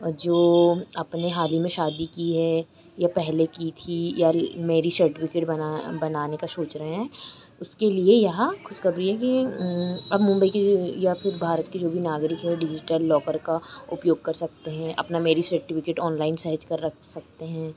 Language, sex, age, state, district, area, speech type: Hindi, female, 18-30, Madhya Pradesh, Chhindwara, urban, spontaneous